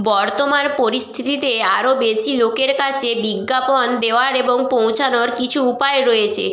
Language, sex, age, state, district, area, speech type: Bengali, female, 30-45, West Bengal, Jalpaiguri, rural, spontaneous